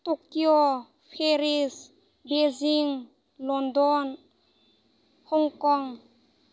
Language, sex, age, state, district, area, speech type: Bodo, female, 18-30, Assam, Baksa, rural, spontaneous